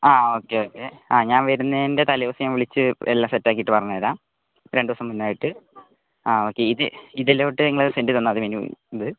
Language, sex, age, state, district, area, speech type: Malayalam, male, 30-45, Kerala, Kozhikode, urban, conversation